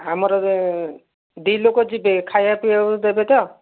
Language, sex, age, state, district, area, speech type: Odia, female, 60+, Odisha, Gajapati, rural, conversation